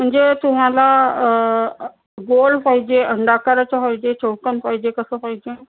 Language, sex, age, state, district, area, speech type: Marathi, female, 60+, Maharashtra, Nagpur, urban, conversation